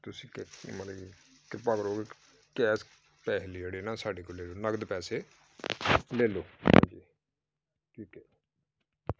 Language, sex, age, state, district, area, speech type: Punjabi, male, 45-60, Punjab, Amritsar, urban, spontaneous